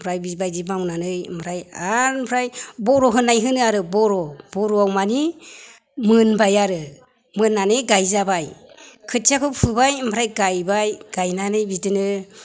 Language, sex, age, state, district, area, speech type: Bodo, female, 45-60, Assam, Chirang, rural, spontaneous